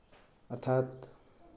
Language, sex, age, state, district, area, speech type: Hindi, male, 18-30, Uttar Pradesh, Chandauli, urban, spontaneous